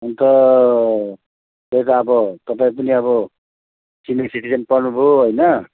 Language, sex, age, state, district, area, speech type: Nepali, male, 60+, West Bengal, Kalimpong, rural, conversation